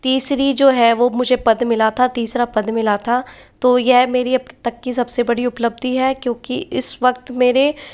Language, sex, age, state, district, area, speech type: Hindi, female, 60+, Rajasthan, Jaipur, urban, spontaneous